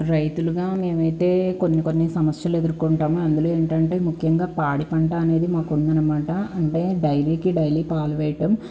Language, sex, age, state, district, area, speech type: Telugu, female, 18-30, Andhra Pradesh, Guntur, urban, spontaneous